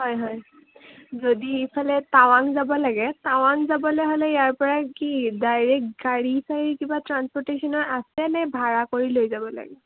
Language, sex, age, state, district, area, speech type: Assamese, female, 18-30, Assam, Udalguri, rural, conversation